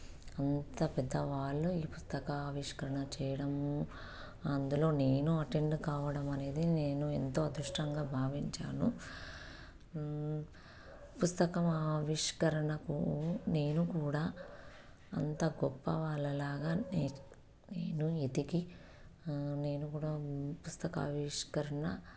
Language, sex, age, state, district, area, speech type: Telugu, female, 30-45, Telangana, Peddapalli, rural, spontaneous